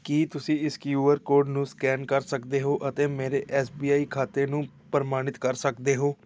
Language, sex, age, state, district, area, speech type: Punjabi, male, 18-30, Punjab, Tarn Taran, urban, read